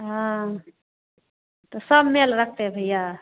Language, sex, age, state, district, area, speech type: Hindi, female, 60+, Bihar, Madhepura, rural, conversation